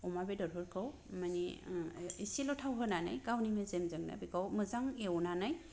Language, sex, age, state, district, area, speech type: Bodo, female, 30-45, Assam, Kokrajhar, rural, spontaneous